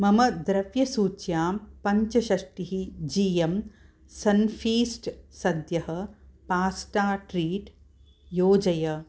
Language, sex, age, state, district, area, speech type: Sanskrit, female, 60+, Karnataka, Mysore, urban, read